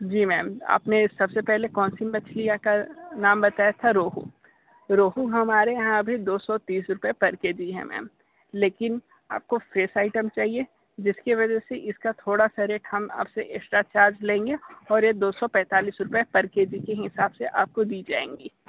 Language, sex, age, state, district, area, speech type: Hindi, male, 30-45, Uttar Pradesh, Sonbhadra, rural, conversation